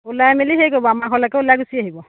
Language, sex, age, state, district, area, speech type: Assamese, female, 30-45, Assam, Jorhat, urban, conversation